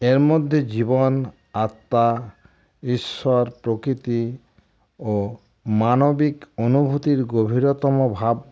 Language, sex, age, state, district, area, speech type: Bengali, male, 60+, West Bengal, Murshidabad, rural, spontaneous